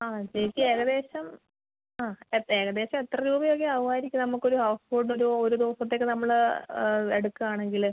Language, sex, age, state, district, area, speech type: Malayalam, female, 18-30, Kerala, Kottayam, rural, conversation